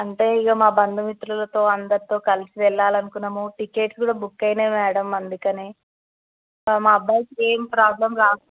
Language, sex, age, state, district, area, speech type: Telugu, female, 18-30, Telangana, Medchal, urban, conversation